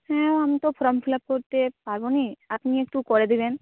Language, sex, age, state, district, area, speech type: Bengali, female, 18-30, West Bengal, Jhargram, rural, conversation